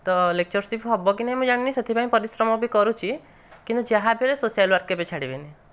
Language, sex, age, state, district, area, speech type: Odia, male, 30-45, Odisha, Dhenkanal, rural, spontaneous